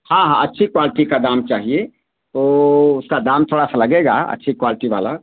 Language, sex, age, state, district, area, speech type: Hindi, male, 60+, Uttar Pradesh, Azamgarh, rural, conversation